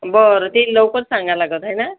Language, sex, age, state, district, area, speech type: Marathi, female, 30-45, Maharashtra, Amravati, rural, conversation